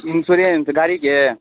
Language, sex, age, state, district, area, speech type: Maithili, male, 18-30, Bihar, Araria, rural, conversation